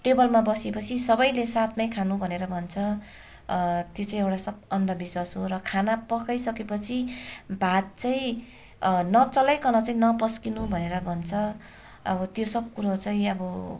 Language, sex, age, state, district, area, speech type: Nepali, female, 30-45, West Bengal, Darjeeling, rural, spontaneous